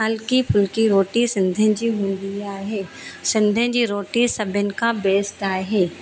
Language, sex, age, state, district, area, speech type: Sindhi, female, 30-45, Madhya Pradesh, Katni, urban, spontaneous